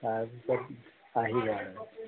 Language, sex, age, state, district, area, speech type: Assamese, male, 45-60, Assam, Golaghat, urban, conversation